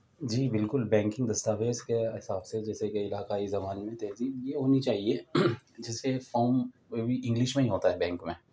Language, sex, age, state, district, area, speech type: Urdu, male, 30-45, Delhi, Central Delhi, urban, spontaneous